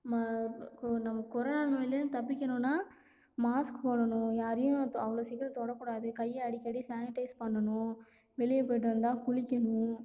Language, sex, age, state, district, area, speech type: Tamil, female, 18-30, Tamil Nadu, Cuddalore, rural, spontaneous